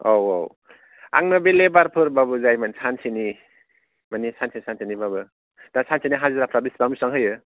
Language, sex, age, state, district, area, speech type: Bodo, male, 30-45, Assam, Kokrajhar, rural, conversation